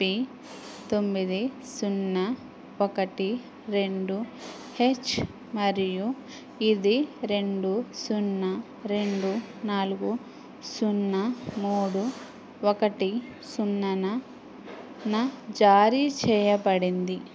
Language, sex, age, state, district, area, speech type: Telugu, female, 18-30, Andhra Pradesh, Eluru, rural, read